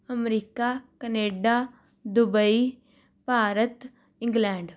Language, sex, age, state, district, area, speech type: Punjabi, female, 18-30, Punjab, Rupnagar, urban, spontaneous